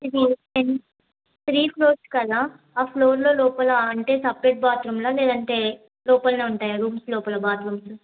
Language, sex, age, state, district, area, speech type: Telugu, female, 18-30, Telangana, Yadadri Bhuvanagiri, urban, conversation